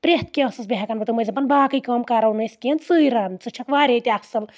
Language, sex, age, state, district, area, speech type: Kashmiri, female, 18-30, Jammu and Kashmir, Anantnag, rural, spontaneous